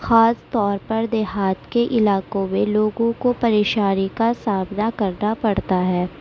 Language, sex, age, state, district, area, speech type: Urdu, female, 18-30, Uttar Pradesh, Gautam Buddha Nagar, urban, spontaneous